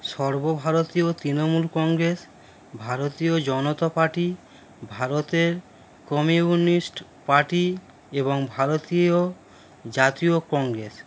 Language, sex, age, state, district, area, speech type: Bengali, male, 30-45, West Bengal, Howrah, urban, spontaneous